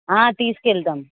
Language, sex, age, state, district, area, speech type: Telugu, female, 18-30, Telangana, Hyderabad, rural, conversation